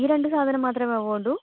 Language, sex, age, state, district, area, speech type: Malayalam, female, 18-30, Kerala, Kannur, rural, conversation